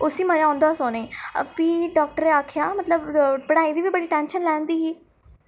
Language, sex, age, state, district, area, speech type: Dogri, female, 18-30, Jammu and Kashmir, Reasi, rural, spontaneous